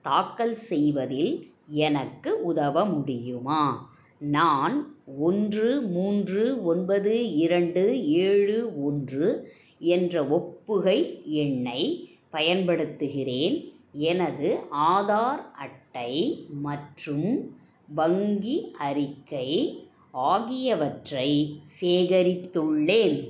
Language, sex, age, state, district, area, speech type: Tamil, female, 60+, Tamil Nadu, Salem, rural, read